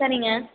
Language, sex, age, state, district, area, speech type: Tamil, female, 18-30, Tamil Nadu, Karur, rural, conversation